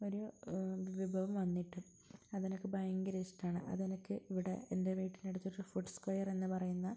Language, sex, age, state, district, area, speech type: Malayalam, female, 30-45, Kerala, Wayanad, rural, spontaneous